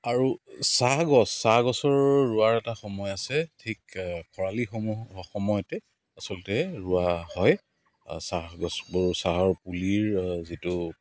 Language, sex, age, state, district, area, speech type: Assamese, male, 45-60, Assam, Dibrugarh, rural, spontaneous